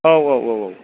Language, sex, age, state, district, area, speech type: Bodo, male, 45-60, Assam, Kokrajhar, rural, conversation